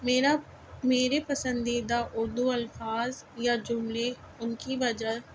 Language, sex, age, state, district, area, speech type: Urdu, female, 45-60, Delhi, South Delhi, urban, spontaneous